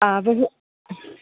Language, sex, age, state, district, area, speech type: Assamese, female, 60+, Assam, Darrang, rural, conversation